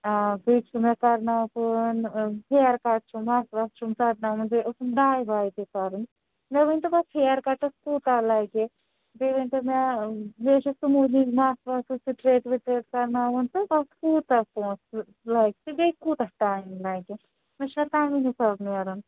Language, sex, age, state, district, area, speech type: Kashmiri, female, 45-60, Jammu and Kashmir, Srinagar, urban, conversation